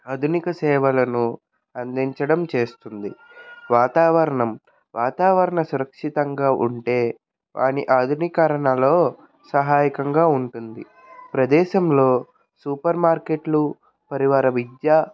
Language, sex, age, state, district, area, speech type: Telugu, male, 45-60, Andhra Pradesh, Krishna, urban, spontaneous